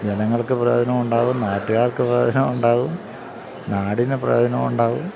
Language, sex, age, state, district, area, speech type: Malayalam, male, 45-60, Kerala, Kottayam, urban, spontaneous